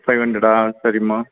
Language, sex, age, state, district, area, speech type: Tamil, male, 45-60, Tamil Nadu, Krishnagiri, rural, conversation